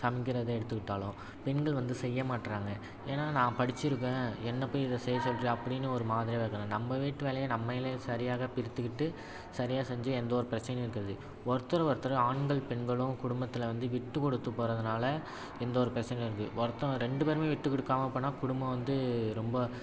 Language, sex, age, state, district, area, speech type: Tamil, male, 30-45, Tamil Nadu, Thanjavur, urban, spontaneous